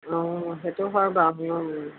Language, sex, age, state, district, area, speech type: Assamese, female, 60+, Assam, Golaghat, urban, conversation